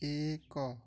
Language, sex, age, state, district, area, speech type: Odia, male, 18-30, Odisha, Balangir, urban, read